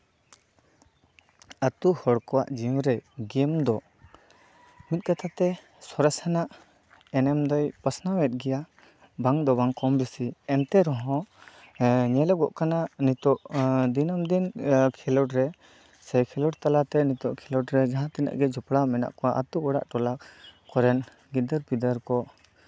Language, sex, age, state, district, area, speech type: Santali, male, 18-30, West Bengal, Bankura, rural, spontaneous